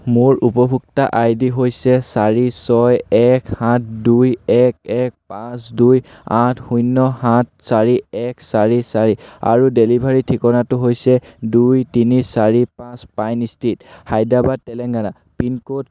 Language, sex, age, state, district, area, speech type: Assamese, male, 18-30, Assam, Sivasagar, rural, read